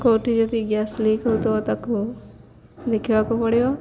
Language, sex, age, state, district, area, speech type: Odia, female, 18-30, Odisha, Subarnapur, urban, spontaneous